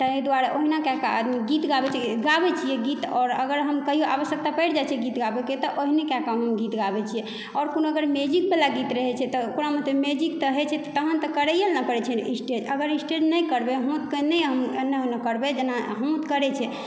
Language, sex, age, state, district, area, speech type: Maithili, female, 18-30, Bihar, Saharsa, rural, spontaneous